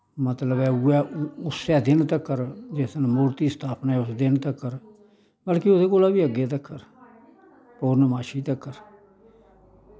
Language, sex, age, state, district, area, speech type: Dogri, male, 60+, Jammu and Kashmir, Samba, rural, spontaneous